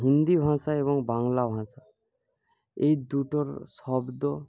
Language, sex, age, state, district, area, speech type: Bengali, male, 18-30, West Bengal, Paschim Medinipur, rural, spontaneous